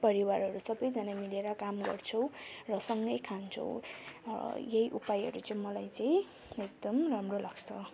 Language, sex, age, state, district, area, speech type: Nepali, female, 18-30, West Bengal, Alipurduar, rural, spontaneous